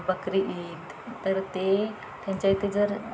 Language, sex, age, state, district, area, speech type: Marathi, female, 30-45, Maharashtra, Ratnagiri, rural, spontaneous